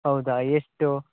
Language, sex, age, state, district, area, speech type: Kannada, male, 18-30, Karnataka, Shimoga, rural, conversation